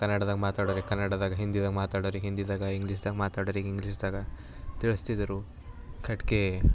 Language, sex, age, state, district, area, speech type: Kannada, male, 18-30, Karnataka, Bidar, urban, spontaneous